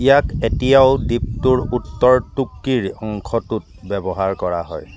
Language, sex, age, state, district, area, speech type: Assamese, male, 45-60, Assam, Dibrugarh, rural, read